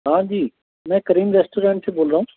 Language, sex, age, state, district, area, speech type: Sindhi, male, 60+, Delhi, South Delhi, urban, conversation